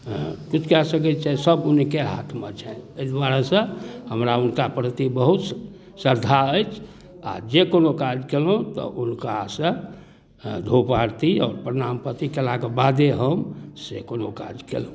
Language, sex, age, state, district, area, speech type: Maithili, male, 60+, Bihar, Darbhanga, rural, spontaneous